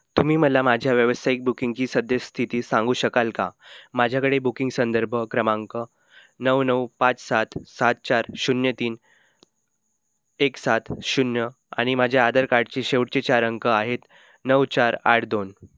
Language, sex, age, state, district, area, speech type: Marathi, male, 18-30, Maharashtra, Nagpur, rural, read